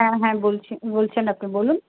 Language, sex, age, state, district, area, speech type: Bengali, female, 45-60, West Bengal, Malda, rural, conversation